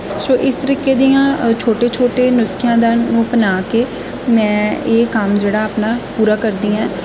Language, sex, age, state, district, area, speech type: Punjabi, female, 18-30, Punjab, Gurdaspur, rural, spontaneous